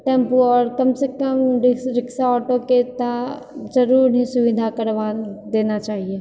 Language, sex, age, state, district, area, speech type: Maithili, female, 30-45, Bihar, Purnia, rural, spontaneous